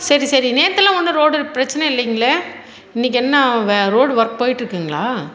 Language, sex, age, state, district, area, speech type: Tamil, female, 45-60, Tamil Nadu, Salem, urban, spontaneous